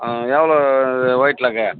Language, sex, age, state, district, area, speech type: Tamil, male, 45-60, Tamil Nadu, Tiruvannamalai, rural, conversation